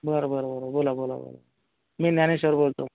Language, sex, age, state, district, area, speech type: Marathi, male, 18-30, Maharashtra, Akola, rural, conversation